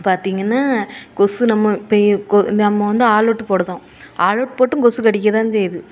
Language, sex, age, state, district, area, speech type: Tamil, female, 30-45, Tamil Nadu, Thoothukudi, urban, spontaneous